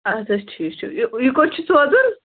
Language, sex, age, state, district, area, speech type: Kashmiri, female, 18-30, Jammu and Kashmir, Pulwama, rural, conversation